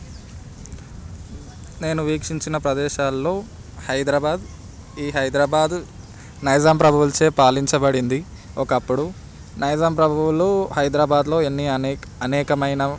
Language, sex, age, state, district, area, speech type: Telugu, male, 18-30, Telangana, Hyderabad, urban, spontaneous